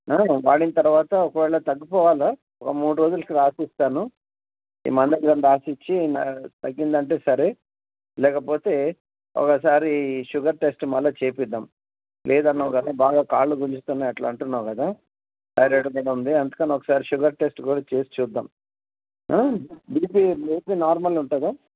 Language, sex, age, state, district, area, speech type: Telugu, male, 60+, Telangana, Hyderabad, rural, conversation